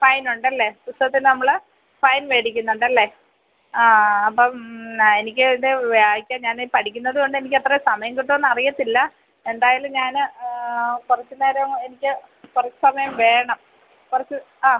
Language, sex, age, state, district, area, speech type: Malayalam, female, 45-60, Kerala, Kollam, rural, conversation